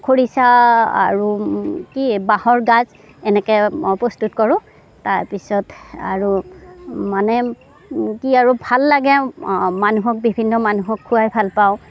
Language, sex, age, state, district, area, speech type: Assamese, female, 60+, Assam, Darrang, rural, spontaneous